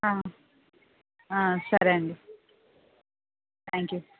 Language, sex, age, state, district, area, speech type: Telugu, female, 18-30, Andhra Pradesh, Anantapur, urban, conversation